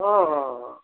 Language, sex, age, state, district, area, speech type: Hindi, male, 60+, Uttar Pradesh, Jaunpur, rural, conversation